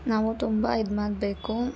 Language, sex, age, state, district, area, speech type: Kannada, female, 30-45, Karnataka, Hassan, urban, spontaneous